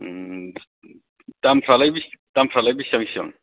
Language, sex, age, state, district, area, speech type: Bodo, male, 30-45, Assam, Kokrajhar, rural, conversation